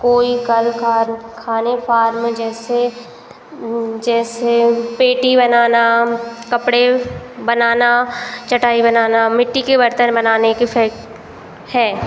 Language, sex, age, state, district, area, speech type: Hindi, female, 18-30, Madhya Pradesh, Hoshangabad, rural, spontaneous